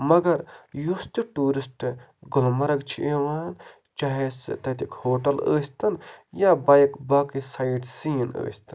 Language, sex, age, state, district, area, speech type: Kashmiri, male, 30-45, Jammu and Kashmir, Baramulla, rural, spontaneous